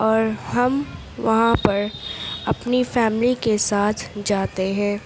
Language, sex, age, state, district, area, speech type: Urdu, female, 18-30, Uttar Pradesh, Gautam Buddha Nagar, rural, spontaneous